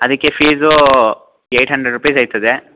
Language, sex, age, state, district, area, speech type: Kannada, male, 18-30, Karnataka, Mysore, urban, conversation